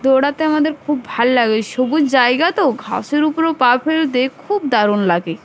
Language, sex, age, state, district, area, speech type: Bengali, female, 18-30, West Bengal, Uttar Dinajpur, urban, spontaneous